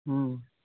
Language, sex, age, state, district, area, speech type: Odia, male, 45-60, Odisha, Nuapada, urban, conversation